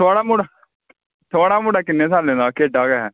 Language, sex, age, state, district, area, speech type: Dogri, male, 18-30, Jammu and Kashmir, Kathua, rural, conversation